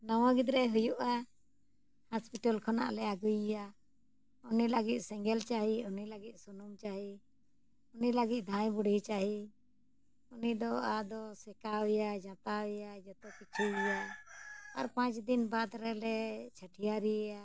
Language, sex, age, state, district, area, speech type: Santali, female, 60+, Jharkhand, Bokaro, rural, spontaneous